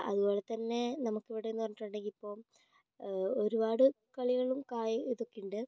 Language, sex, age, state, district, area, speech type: Malayalam, female, 18-30, Kerala, Kozhikode, urban, spontaneous